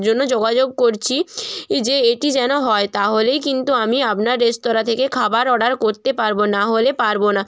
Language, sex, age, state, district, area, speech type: Bengali, female, 30-45, West Bengal, Jalpaiguri, rural, spontaneous